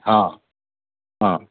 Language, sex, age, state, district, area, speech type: Maithili, male, 60+, Bihar, Madhubani, rural, conversation